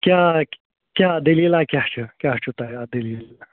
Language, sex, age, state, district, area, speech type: Kashmiri, male, 30-45, Jammu and Kashmir, Bandipora, rural, conversation